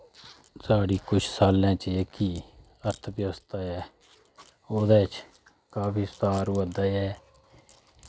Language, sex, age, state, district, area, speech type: Dogri, male, 30-45, Jammu and Kashmir, Udhampur, rural, spontaneous